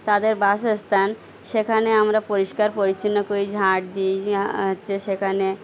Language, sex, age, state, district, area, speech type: Bengali, female, 45-60, West Bengal, Birbhum, urban, spontaneous